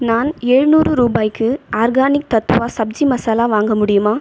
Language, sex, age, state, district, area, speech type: Tamil, female, 30-45, Tamil Nadu, Viluppuram, rural, read